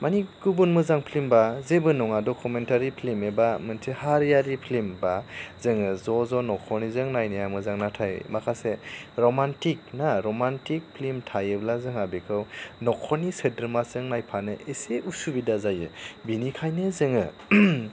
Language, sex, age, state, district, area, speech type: Bodo, male, 30-45, Assam, Chirang, rural, spontaneous